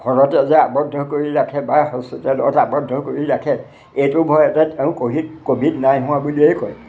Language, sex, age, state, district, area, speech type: Assamese, male, 60+, Assam, Majuli, urban, spontaneous